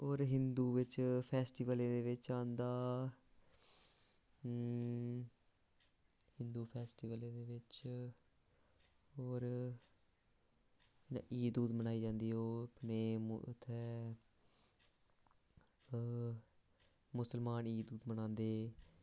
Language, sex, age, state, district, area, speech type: Dogri, male, 18-30, Jammu and Kashmir, Samba, urban, spontaneous